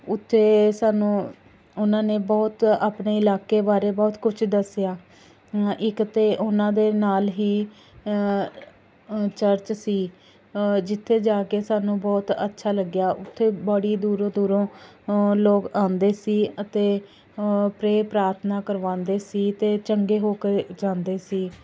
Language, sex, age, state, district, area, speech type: Punjabi, female, 30-45, Punjab, Pathankot, rural, spontaneous